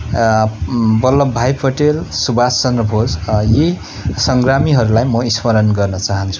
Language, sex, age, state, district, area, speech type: Nepali, male, 18-30, West Bengal, Darjeeling, rural, spontaneous